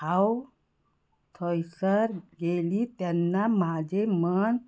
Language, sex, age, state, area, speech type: Goan Konkani, female, 45-60, Goa, rural, spontaneous